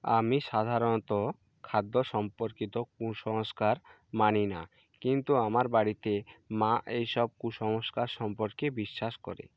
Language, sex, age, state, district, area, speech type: Bengali, male, 45-60, West Bengal, Purba Medinipur, rural, spontaneous